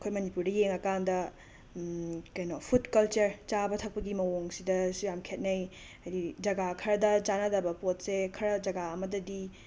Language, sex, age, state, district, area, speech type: Manipuri, female, 18-30, Manipur, Imphal West, rural, spontaneous